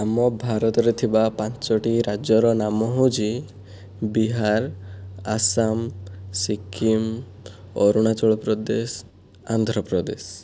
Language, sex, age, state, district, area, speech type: Odia, male, 30-45, Odisha, Kandhamal, rural, spontaneous